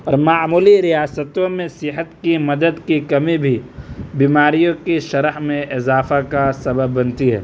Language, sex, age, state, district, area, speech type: Urdu, male, 18-30, Uttar Pradesh, Saharanpur, urban, spontaneous